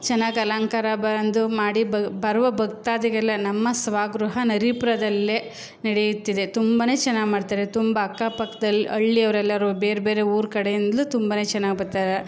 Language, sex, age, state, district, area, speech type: Kannada, female, 30-45, Karnataka, Chamarajanagar, rural, spontaneous